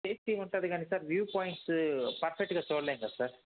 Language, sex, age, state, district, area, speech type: Telugu, male, 18-30, Andhra Pradesh, Srikakulam, urban, conversation